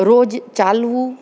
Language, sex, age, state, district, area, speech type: Gujarati, female, 45-60, Gujarat, Amreli, urban, spontaneous